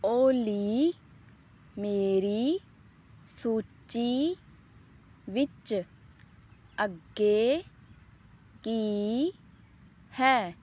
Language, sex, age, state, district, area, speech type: Punjabi, female, 18-30, Punjab, Fazilka, rural, read